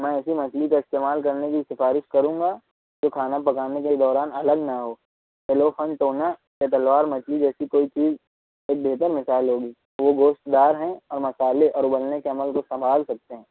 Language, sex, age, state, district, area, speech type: Urdu, male, 60+, Maharashtra, Nashik, urban, conversation